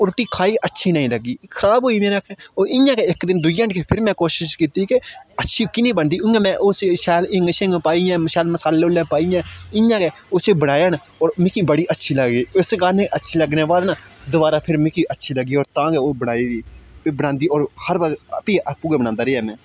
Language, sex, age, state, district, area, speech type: Dogri, male, 18-30, Jammu and Kashmir, Udhampur, rural, spontaneous